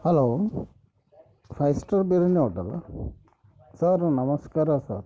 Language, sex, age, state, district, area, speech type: Kannada, male, 45-60, Karnataka, Bidar, urban, spontaneous